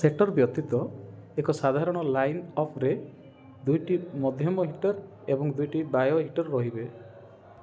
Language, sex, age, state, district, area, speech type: Odia, male, 30-45, Odisha, Rayagada, rural, read